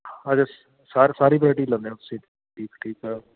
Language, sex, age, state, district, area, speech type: Punjabi, male, 45-60, Punjab, Fatehgarh Sahib, urban, conversation